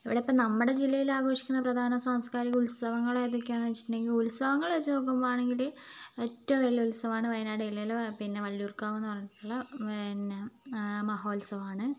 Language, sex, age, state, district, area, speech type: Malayalam, female, 45-60, Kerala, Wayanad, rural, spontaneous